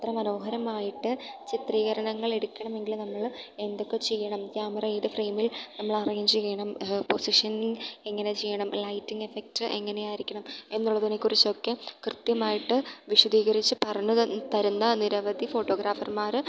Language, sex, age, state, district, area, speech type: Malayalam, female, 18-30, Kerala, Idukki, rural, spontaneous